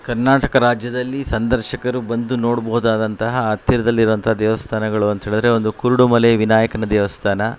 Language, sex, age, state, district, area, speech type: Kannada, male, 45-60, Karnataka, Kolar, urban, spontaneous